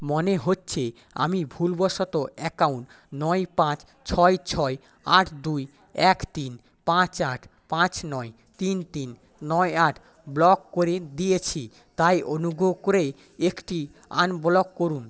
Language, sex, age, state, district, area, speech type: Bengali, male, 30-45, West Bengal, Paschim Medinipur, rural, read